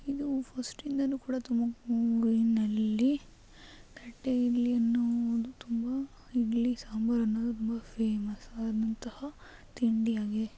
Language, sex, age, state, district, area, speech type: Kannada, female, 60+, Karnataka, Tumkur, rural, spontaneous